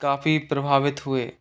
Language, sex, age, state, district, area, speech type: Hindi, male, 45-60, Rajasthan, Jaipur, urban, spontaneous